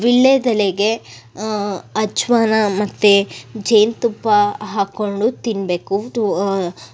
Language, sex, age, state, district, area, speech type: Kannada, female, 18-30, Karnataka, Tumkur, rural, spontaneous